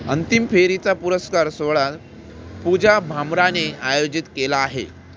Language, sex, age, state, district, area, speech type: Marathi, male, 18-30, Maharashtra, Ahmednagar, rural, read